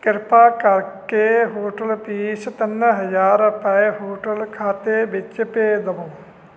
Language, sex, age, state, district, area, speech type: Punjabi, male, 45-60, Punjab, Fatehgarh Sahib, urban, read